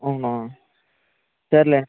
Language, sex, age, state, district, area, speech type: Telugu, male, 18-30, Andhra Pradesh, Sri Balaji, urban, conversation